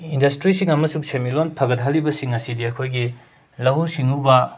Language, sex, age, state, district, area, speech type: Manipuri, male, 45-60, Manipur, Imphal West, rural, spontaneous